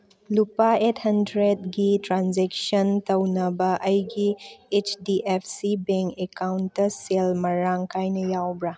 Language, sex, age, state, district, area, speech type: Manipuri, female, 30-45, Manipur, Chandel, rural, read